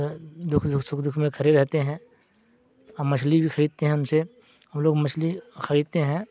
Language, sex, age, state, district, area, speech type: Urdu, male, 60+, Bihar, Darbhanga, rural, spontaneous